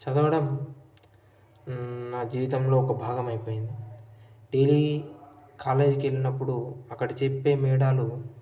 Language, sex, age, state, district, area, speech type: Telugu, male, 18-30, Telangana, Hanamkonda, rural, spontaneous